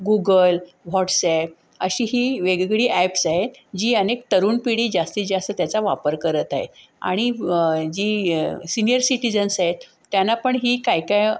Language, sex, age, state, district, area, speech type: Marathi, female, 45-60, Maharashtra, Sangli, urban, spontaneous